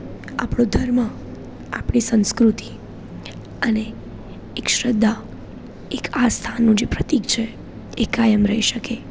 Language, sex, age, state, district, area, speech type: Gujarati, female, 18-30, Gujarat, Junagadh, urban, spontaneous